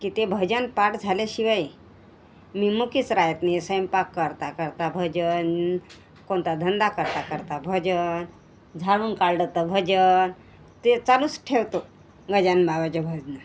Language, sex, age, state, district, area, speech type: Marathi, female, 45-60, Maharashtra, Washim, rural, spontaneous